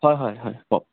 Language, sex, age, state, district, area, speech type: Assamese, male, 30-45, Assam, Dhemaji, rural, conversation